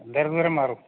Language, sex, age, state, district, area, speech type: Malayalam, male, 60+, Kerala, Idukki, rural, conversation